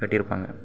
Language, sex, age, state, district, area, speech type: Tamil, male, 45-60, Tamil Nadu, Tiruvarur, urban, spontaneous